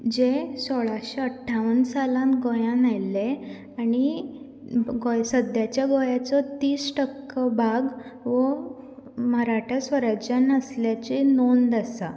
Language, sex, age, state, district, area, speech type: Goan Konkani, female, 18-30, Goa, Canacona, rural, spontaneous